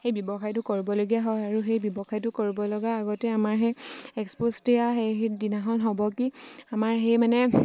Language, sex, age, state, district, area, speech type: Assamese, female, 18-30, Assam, Sivasagar, rural, spontaneous